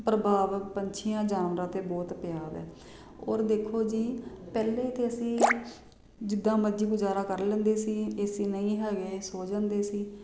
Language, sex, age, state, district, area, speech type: Punjabi, female, 30-45, Punjab, Jalandhar, urban, spontaneous